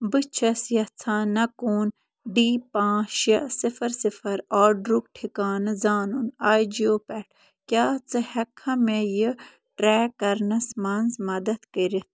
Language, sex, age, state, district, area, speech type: Kashmiri, female, 18-30, Jammu and Kashmir, Ganderbal, rural, read